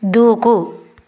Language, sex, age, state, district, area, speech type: Telugu, female, 30-45, Andhra Pradesh, Guntur, urban, read